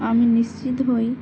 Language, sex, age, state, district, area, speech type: Bengali, female, 18-30, West Bengal, Dakshin Dinajpur, urban, spontaneous